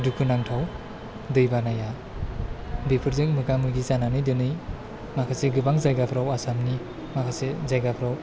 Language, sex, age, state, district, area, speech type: Bodo, male, 18-30, Assam, Chirang, urban, spontaneous